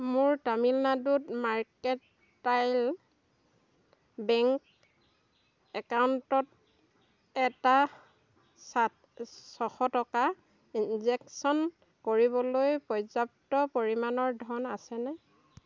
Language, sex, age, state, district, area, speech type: Assamese, female, 60+, Assam, Dhemaji, rural, read